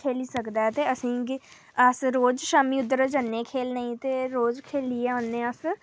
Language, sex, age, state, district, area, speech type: Dogri, female, 18-30, Jammu and Kashmir, Jammu, rural, spontaneous